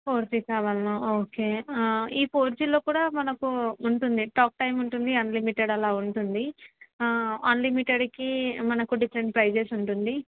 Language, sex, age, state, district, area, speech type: Telugu, female, 18-30, Andhra Pradesh, Kurnool, urban, conversation